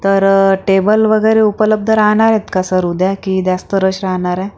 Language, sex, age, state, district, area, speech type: Marathi, female, 45-60, Maharashtra, Akola, urban, spontaneous